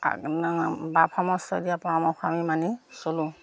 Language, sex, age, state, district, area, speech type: Assamese, female, 60+, Assam, Majuli, urban, spontaneous